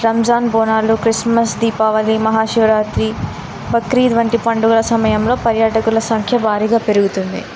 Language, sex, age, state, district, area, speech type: Telugu, female, 18-30, Telangana, Jayashankar, urban, spontaneous